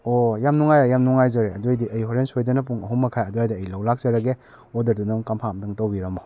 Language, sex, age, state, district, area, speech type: Manipuri, male, 30-45, Manipur, Kakching, rural, spontaneous